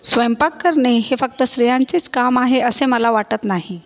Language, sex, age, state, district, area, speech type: Marathi, female, 30-45, Maharashtra, Buldhana, urban, spontaneous